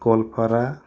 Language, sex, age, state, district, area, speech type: Bodo, male, 30-45, Assam, Kokrajhar, rural, spontaneous